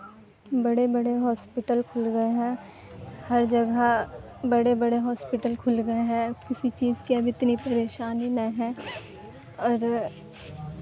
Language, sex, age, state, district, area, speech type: Urdu, female, 18-30, Bihar, Supaul, rural, spontaneous